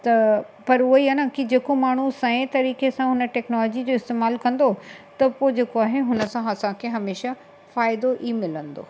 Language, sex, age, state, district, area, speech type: Sindhi, female, 18-30, Uttar Pradesh, Lucknow, urban, spontaneous